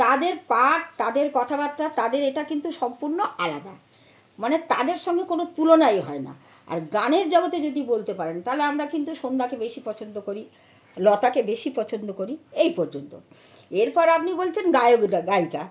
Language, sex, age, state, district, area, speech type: Bengali, female, 60+, West Bengal, North 24 Parganas, urban, spontaneous